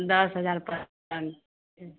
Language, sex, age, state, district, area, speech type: Maithili, female, 18-30, Bihar, Madhepura, rural, conversation